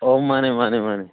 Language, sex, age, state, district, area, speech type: Manipuri, male, 30-45, Manipur, Churachandpur, rural, conversation